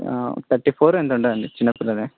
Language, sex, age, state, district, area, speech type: Telugu, male, 18-30, Telangana, Jangaon, urban, conversation